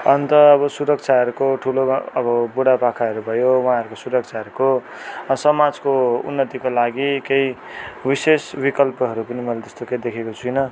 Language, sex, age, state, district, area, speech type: Nepali, male, 30-45, West Bengal, Darjeeling, rural, spontaneous